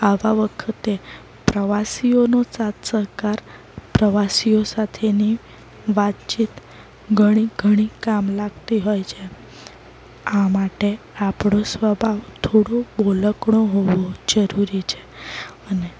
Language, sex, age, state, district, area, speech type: Gujarati, female, 30-45, Gujarat, Valsad, urban, spontaneous